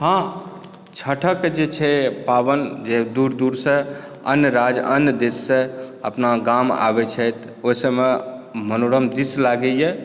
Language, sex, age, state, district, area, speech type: Maithili, male, 45-60, Bihar, Saharsa, urban, spontaneous